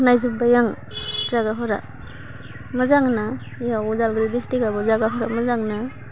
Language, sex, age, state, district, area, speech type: Bodo, female, 18-30, Assam, Udalguri, urban, spontaneous